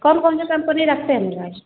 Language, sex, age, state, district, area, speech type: Hindi, female, 60+, Uttar Pradesh, Ayodhya, rural, conversation